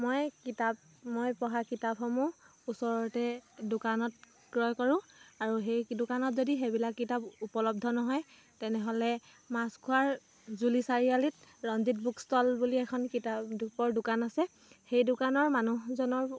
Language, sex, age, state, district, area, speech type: Assamese, female, 18-30, Assam, Dhemaji, rural, spontaneous